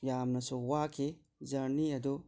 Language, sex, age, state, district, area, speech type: Manipuri, male, 45-60, Manipur, Tengnoupal, rural, spontaneous